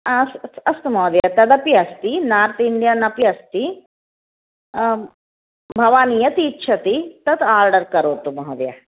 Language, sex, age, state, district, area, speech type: Sanskrit, female, 30-45, Karnataka, Shimoga, urban, conversation